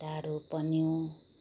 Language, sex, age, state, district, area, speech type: Nepali, female, 30-45, West Bengal, Darjeeling, rural, spontaneous